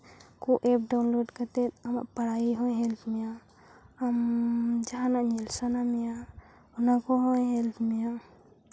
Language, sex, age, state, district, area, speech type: Santali, female, 18-30, Jharkhand, Seraikela Kharsawan, rural, spontaneous